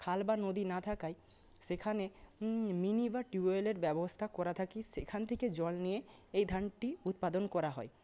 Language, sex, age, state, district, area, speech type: Bengali, male, 30-45, West Bengal, Paschim Medinipur, rural, spontaneous